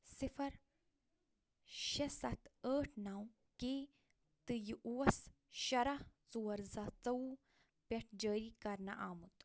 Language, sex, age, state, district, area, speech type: Kashmiri, female, 18-30, Jammu and Kashmir, Ganderbal, rural, read